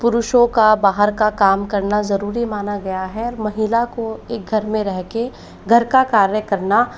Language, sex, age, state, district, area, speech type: Hindi, female, 45-60, Rajasthan, Jaipur, urban, spontaneous